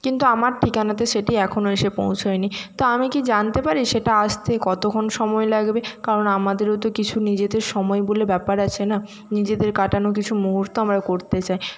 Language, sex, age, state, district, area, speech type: Bengali, female, 60+, West Bengal, Jhargram, rural, spontaneous